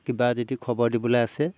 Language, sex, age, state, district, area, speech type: Assamese, male, 60+, Assam, Golaghat, urban, spontaneous